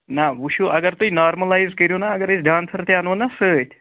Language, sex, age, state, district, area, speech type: Kashmiri, male, 45-60, Jammu and Kashmir, Srinagar, urban, conversation